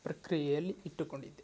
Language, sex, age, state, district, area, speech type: Kannada, male, 18-30, Karnataka, Tumkur, rural, spontaneous